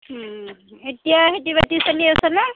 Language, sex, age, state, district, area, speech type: Assamese, female, 45-60, Assam, Darrang, rural, conversation